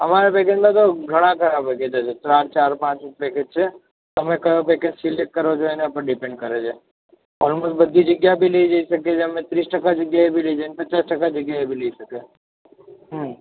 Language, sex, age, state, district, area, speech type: Gujarati, male, 18-30, Gujarat, Ahmedabad, urban, conversation